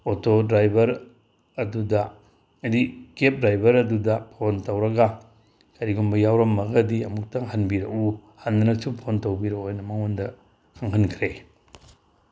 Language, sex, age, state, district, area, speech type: Manipuri, male, 60+, Manipur, Tengnoupal, rural, spontaneous